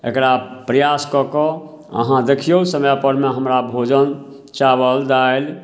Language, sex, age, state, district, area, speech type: Maithili, male, 60+, Bihar, Samastipur, urban, spontaneous